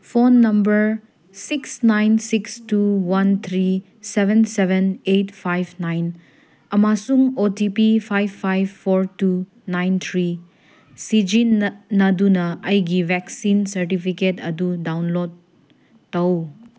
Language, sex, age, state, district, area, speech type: Manipuri, female, 30-45, Manipur, Senapati, urban, read